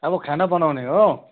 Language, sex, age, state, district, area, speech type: Nepali, male, 60+, West Bengal, Kalimpong, rural, conversation